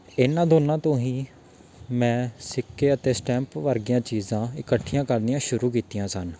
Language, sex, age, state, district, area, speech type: Punjabi, male, 18-30, Punjab, Patiala, urban, spontaneous